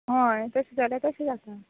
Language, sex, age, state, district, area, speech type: Goan Konkani, female, 30-45, Goa, Quepem, rural, conversation